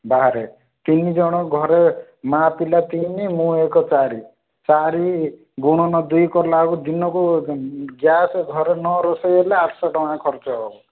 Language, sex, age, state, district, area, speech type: Odia, male, 30-45, Odisha, Rayagada, urban, conversation